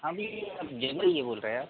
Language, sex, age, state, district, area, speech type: Hindi, male, 18-30, Madhya Pradesh, Narsinghpur, rural, conversation